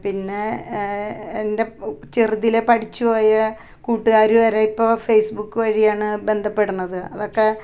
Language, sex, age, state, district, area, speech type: Malayalam, female, 45-60, Kerala, Ernakulam, rural, spontaneous